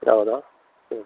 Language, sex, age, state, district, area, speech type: Kannada, male, 45-60, Karnataka, Koppal, rural, conversation